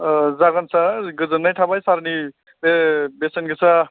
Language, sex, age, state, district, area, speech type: Bodo, male, 30-45, Assam, Chirang, rural, conversation